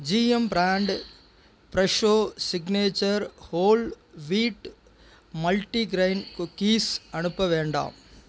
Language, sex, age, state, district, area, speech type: Tamil, male, 45-60, Tamil Nadu, Tiruchirappalli, rural, read